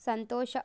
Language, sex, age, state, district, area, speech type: Kannada, female, 30-45, Karnataka, Tumkur, rural, read